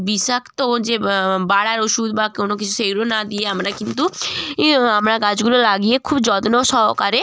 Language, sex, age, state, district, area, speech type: Bengali, female, 30-45, West Bengal, Jalpaiguri, rural, spontaneous